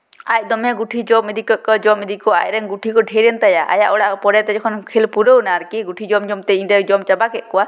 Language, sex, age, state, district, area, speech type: Santali, female, 18-30, West Bengal, Purba Bardhaman, rural, spontaneous